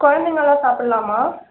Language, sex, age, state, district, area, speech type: Tamil, female, 18-30, Tamil Nadu, Nagapattinam, rural, conversation